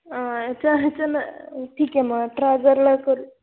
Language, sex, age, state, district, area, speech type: Marathi, female, 18-30, Maharashtra, Ratnagiri, rural, conversation